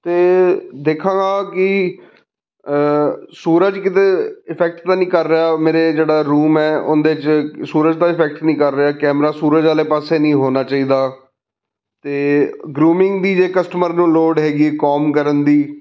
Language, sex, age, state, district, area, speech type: Punjabi, male, 30-45, Punjab, Fazilka, rural, spontaneous